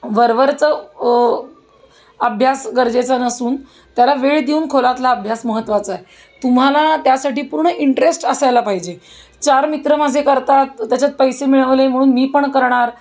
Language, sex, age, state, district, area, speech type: Marathi, female, 30-45, Maharashtra, Pune, urban, spontaneous